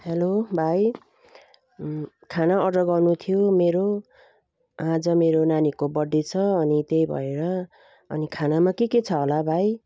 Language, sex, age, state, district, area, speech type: Nepali, female, 45-60, West Bengal, Jalpaiguri, rural, spontaneous